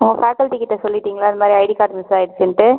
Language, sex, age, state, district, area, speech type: Tamil, female, 30-45, Tamil Nadu, Cuddalore, rural, conversation